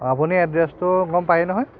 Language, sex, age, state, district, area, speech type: Assamese, male, 30-45, Assam, Biswanath, rural, spontaneous